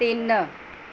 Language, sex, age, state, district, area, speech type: Punjabi, female, 45-60, Punjab, Mohali, urban, read